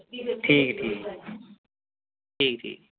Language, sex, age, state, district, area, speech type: Dogri, male, 30-45, Jammu and Kashmir, Samba, rural, conversation